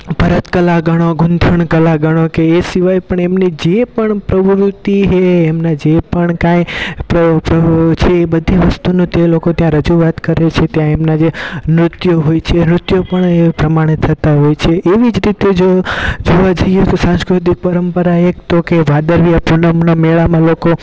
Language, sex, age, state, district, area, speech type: Gujarati, male, 18-30, Gujarat, Rajkot, rural, spontaneous